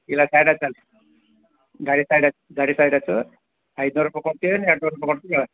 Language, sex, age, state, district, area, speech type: Kannada, male, 45-60, Karnataka, Belgaum, rural, conversation